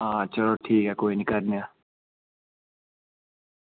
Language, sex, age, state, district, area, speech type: Dogri, male, 18-30, Jammu and Kashmir, Samba, rural, conversation